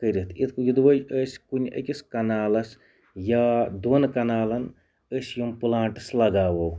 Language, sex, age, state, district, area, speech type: Kashmiri, male, 30-45, Jammu and Kashmir, Ganderbal, rural, spontaneous